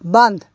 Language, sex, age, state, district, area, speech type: Kashmiri, female, 60+, Jammu and Kashmir, Anantnag, rural, read